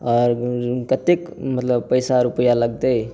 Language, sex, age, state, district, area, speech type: Maithili, male, 18-30, Bihar, Saharsa, rural, spontaneous